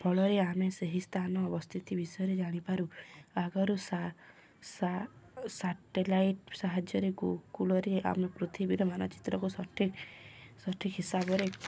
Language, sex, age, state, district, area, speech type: Odia, female, 18-30, Odisha, Subarnapur, urban, spontaneous